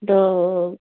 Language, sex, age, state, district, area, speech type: Hindi, female, 60+, Uttar Pradesh, Sitapur, rural, conversation